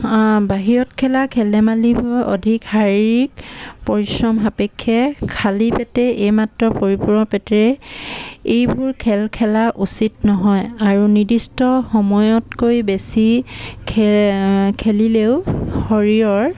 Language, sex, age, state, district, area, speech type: Assamese, female, 45-60, Assam, Dibrugarh, rural, spontaneous